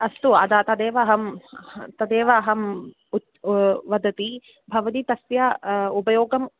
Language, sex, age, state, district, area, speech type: Sanskrit, female, 18-30, Kerala, Kannur, urban, conversation